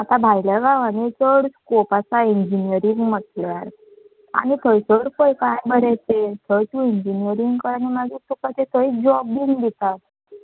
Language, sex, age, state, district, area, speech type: Goan Konkani, female, 18-30, Goa, Murmgao, rural, conversation